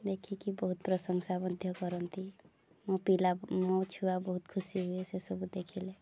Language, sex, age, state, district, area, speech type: Odia, female, 18-30, Odisha, Mayurbhanj, rural, spontaneous